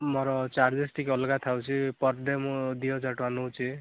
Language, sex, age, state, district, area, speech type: Odia, male, 18-30, Odisha, Rayagada, rural, conversation